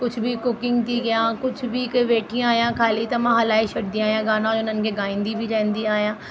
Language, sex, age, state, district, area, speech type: Sindhi, female, 30-45, Delhi, South Delhi, urban, spontaneous